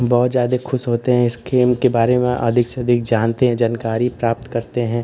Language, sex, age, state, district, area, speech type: Hindi, male, 18-30, Uttar Pradesh, Ghazipur, urban, spontaneous